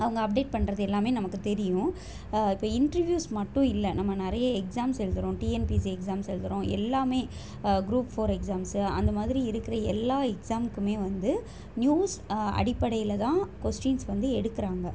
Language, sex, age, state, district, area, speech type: Tamil, female, 18-30, Tamil Nadu, Chennai, urban, spontaneous